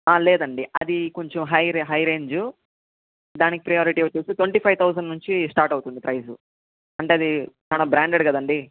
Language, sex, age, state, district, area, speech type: Telugu, male, 18-30, Andhra Pradesh, Chittoor, rural, conversation